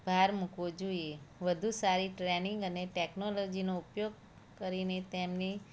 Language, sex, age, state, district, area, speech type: Gujarati, female, 30-45, Gujarat, Kheda, rural, spontaneous